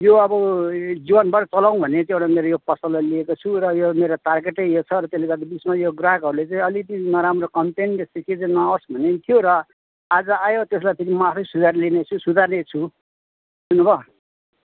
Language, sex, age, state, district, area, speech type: Nepali, male, 60+, West Bengal, Kalimpong, rural, conversation